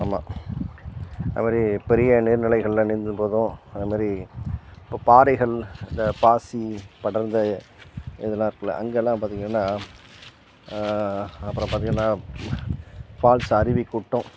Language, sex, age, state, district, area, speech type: Tamil, male, 60+, Tamil Nadu, Nagapattinam, rural, spontaneous